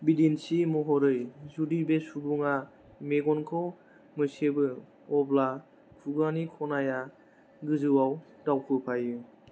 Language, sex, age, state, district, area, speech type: Bodo, male, 30-45, Assam, Kokrajhar, rural, read